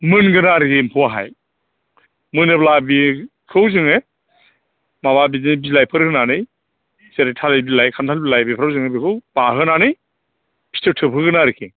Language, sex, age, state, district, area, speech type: Bodo, male, 45-60, Assam, Chirang, urban, conversation